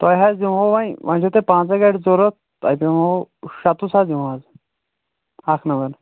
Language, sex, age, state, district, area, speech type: Kashmiri, male, 18-30, Jammu and Kashmir, Kulgam, urban, conversation